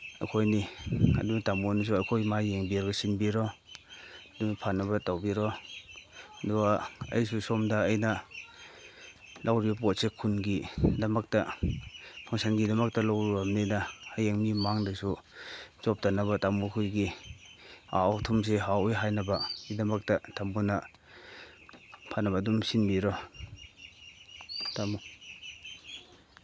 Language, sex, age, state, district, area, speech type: Manipuri, male, 45-60, Manipur, Chandel, rural, spontaneous